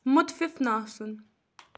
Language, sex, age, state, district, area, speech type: Kashmiri, female, 18-30, Jammu and Kashmir, Budgam, rural, read